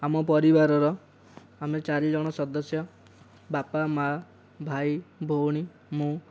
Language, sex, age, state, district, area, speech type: Odia, male, 18-30, Odisha, Dhenkanal, rural, spontaneous